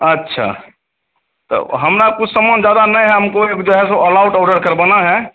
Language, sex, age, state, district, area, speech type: Hindi, male, 30-45, Bihar, Begusarai, urban, conversation